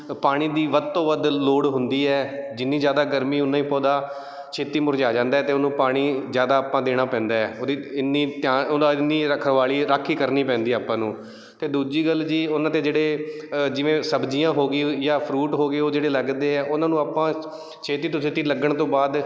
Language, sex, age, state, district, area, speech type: Punjabi, male, 30-45, Punjab, Bathinda, urban, spontaneous